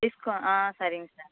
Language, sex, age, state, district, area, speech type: Tamil, female, 18-30, Tamil Nadu, Kallakurichi, rural, conversation